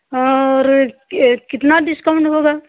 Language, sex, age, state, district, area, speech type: Hindi, female, 60+, Uttar Pradesh, Hardoi, rural, conversation